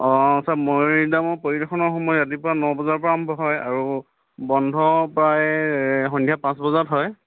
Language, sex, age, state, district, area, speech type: Assamese, male, 30-45, Assam, Charaideo, urban, conversation